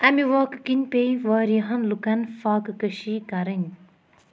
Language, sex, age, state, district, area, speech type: Kashmiri, female, 30-45, Jammu and Kashmir, Budgam, rural, read